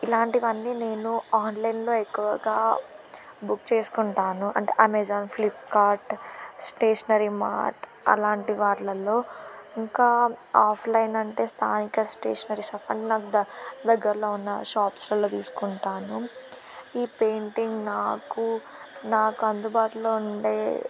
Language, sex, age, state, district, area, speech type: Telugu, female, 18-30, Telangana, Ranga Reddy, urban, spontaneous